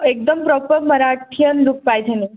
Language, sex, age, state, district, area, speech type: Marathi, female, 18-30, Maharashtra, Pune, urban, conversation